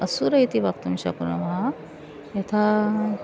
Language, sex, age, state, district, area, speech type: Sanskrit, female, 45-60, Maharashtra, Nagpur, urban, spontaneous